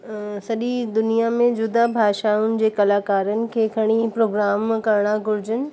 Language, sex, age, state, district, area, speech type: Sindhi, female, 30-45, Uttar Pradesh, Lucknow, urban, spontaneous